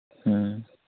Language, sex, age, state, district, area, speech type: Manipuri, male, 18-30, Manipur, Chandel, rural, conversation